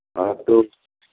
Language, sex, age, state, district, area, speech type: Hindi, male, 60+, Uttar Pradesh, Varanasi, rural, conversation